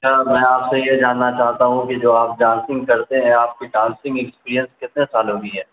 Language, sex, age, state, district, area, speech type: Urdu, male, 18-30, Bihar, Darbhanga, rural, conversation